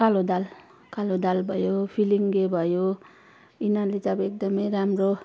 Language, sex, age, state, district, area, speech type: Nepali, female, 30-45, West Bengal, Darjeeling, rural, spontaneous